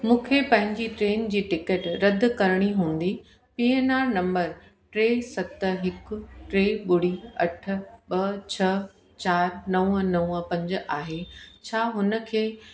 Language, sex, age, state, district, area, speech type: Sindhi, female, 45-60, Uttar Pradesh, Lucknow, urban, read